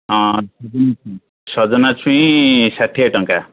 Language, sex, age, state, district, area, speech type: Odia, male, 60+, Odisha, Bhadrak, rural, conversation